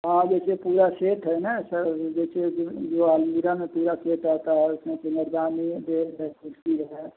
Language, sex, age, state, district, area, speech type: Hindi, male, 45-60, Uttar Pradesh, Azamgarh, rural, conversation